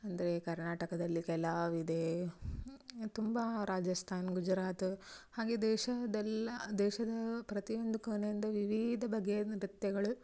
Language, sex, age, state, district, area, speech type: Kannada, female, 30-45, Karnataka, Udupi, rural, spontaneous